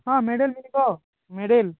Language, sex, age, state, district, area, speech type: Odia, male, 18-30, Odisha, Kalahandi, rural, conversation